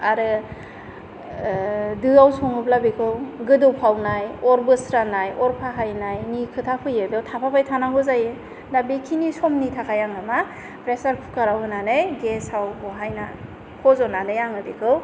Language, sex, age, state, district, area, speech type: Bodo, female, 45-60, Assam, Kokrajhar, urban, spontaneous